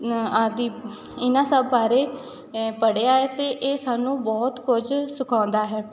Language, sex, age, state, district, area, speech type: Punjabi, female, 18-30, Punjab, Shaheed Bhagat Singh Nagar, rural, spontaneous